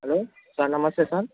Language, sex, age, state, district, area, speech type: Telugu, male, 18-30, Telangana, Bhadradri Kothagudem, urban, conversation